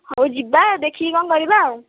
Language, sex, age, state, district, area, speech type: Odia, female, 18-30, Odisha, Kendujhar, urban, conversation